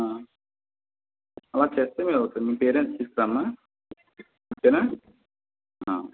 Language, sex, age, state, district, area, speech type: Telugu, male, 30-45, Andhra Pradesh, Konaseema, urban, conversation